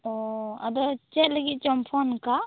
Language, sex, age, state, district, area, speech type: Santali, female, 18-30, West Bengal, Purba Bardhaman, rural, conversation